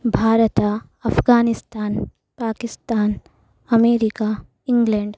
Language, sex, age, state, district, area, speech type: Sanskrit, female, 18-30, Karnataka, Uttara Kannada, rural, spontaneous